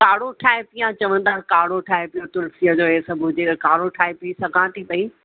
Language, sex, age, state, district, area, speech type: Sindhi, female, 60+, Maharashtra, Mumbai Suburban, urban, conversation